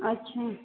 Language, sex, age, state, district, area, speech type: Marathi, female, 30-45, Maharashtra, Nagpur, urban, conversation